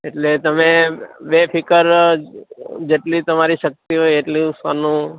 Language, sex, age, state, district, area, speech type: Gujarati, male, 45-60, Gujarat, Surat, urban, conversation